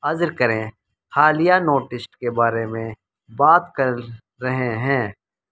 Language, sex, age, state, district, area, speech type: Urdu, male, 30-45, Uttar Pradesh, Muzaffarnagar, urban, spontaneous